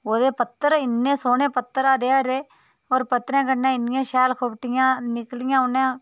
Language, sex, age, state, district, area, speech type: Dogri, female, 30-45, Jammu and Kashmir, Udhampur, rural, spontaneous